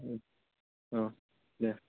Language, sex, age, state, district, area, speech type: Bodo, male, 18-30, Assam, Chirang, rural, conversation